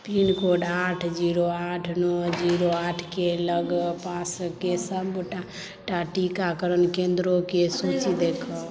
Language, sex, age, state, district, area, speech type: Maithili, female, 18-30, Bihar, Madhubani, rural, read